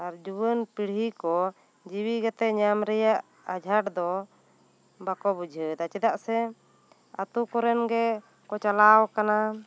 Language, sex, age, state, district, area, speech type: Santali, female, 30-45, West Bengal, Bankura, rural, spontaneous